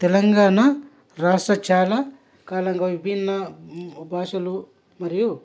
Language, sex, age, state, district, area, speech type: Telugu, male, 30-45, Telangana, Hyderabad, rural, spontaneous